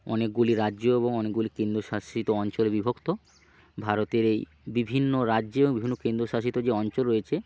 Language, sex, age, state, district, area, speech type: Bengali, male, 45-60, West Bengal, Hooghly, urban, spontaneous